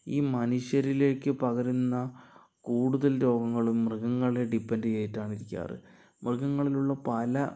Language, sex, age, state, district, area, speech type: Malayalam, male, 45-60, Kerala, Palakkad, urban, spontaneous